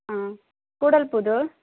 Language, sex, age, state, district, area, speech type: Tamil, female, 30-45, Tamil Nadu, Madurai, urban, conversation